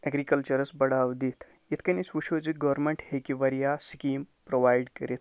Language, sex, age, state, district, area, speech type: Kashmiri, male, 60+, Jammu and Kashmir, Ganderbal, rural, spontaneous